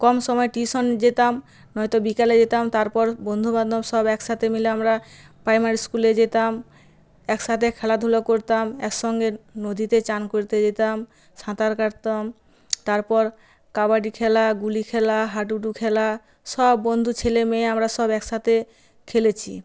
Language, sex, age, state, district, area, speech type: Bengali, female, 45-60, West Bengal, Nadia, rural, spontaneous